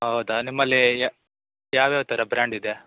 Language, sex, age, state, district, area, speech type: Kannada, male, 18-30, Karnataka, Shimoga, rural, conversation